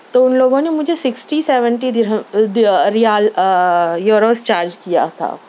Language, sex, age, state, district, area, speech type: Urdu, female, 45-60, Maharashtra, Nashik, urban, spontaneous